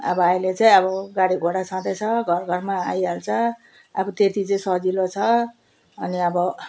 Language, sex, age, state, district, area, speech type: Nepali, female, 60+, West Bengal, Jalpaiguri, rural, spontaneous